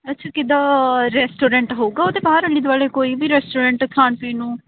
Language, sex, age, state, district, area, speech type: Punjabi, female, 18-30, Punjab, Hoshiarpur, urban, conversation